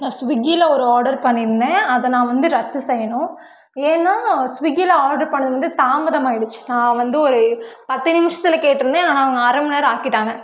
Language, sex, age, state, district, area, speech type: Tamil, female, 18-30, Tamil Nadu, Karur, rural, spontaneous